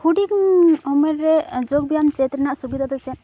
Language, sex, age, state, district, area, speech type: Santali, female, 18-30, West Bengal, Purulia, rural, spontaneous